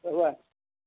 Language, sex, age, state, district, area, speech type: Maithili, male, 30-45, Bihar, Darbhanga, urban, conversation